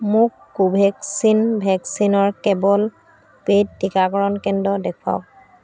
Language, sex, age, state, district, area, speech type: Assamese, female, 45-60, Assam, Dhemaji, rural, read